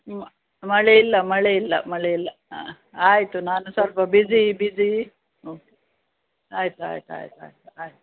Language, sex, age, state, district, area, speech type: Kannada, female, 60+, Karnataka, Udupi, rural, conversation